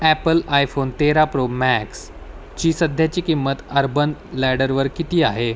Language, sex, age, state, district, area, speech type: Marathi, male, 18-30, Maharashtra, Nanded, rural, read